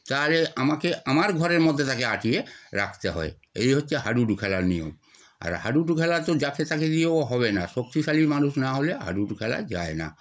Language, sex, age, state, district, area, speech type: Bengali, male, 60+, West Bengal, Darjeeling, rural, spontaneous